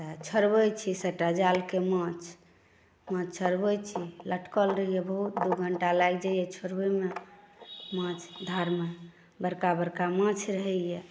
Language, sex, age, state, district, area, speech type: Maithili, male, 60+, Bihar, Saharsa, rural, spontaneous